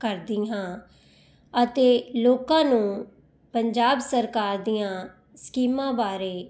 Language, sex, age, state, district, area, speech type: Punjabi, female, 45-60, Punjab, Jalandhar, urban, spontaneous